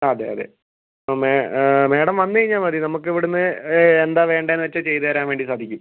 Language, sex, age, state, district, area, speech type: Malayalam, male, 60+, Kerala, Kozhikode, urban, conversation